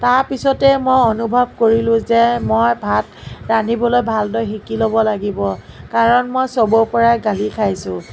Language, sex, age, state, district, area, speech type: Assamese, female, 45-60, Assam, Morigaon, rural, spontaneous